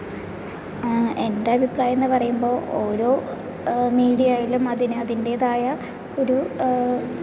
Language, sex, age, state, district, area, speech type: Malayalam, female, 18-30, Kerala, Thrissur, rural, spontaneous